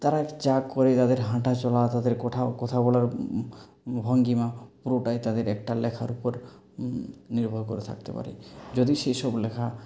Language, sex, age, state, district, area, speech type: Bengali, male, 45-60, West Bengal, Purulia, urban, spontaneous